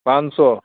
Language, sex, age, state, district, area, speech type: Hindi, male, 45-60, Bihar, Muzaffarpur, urban, conversation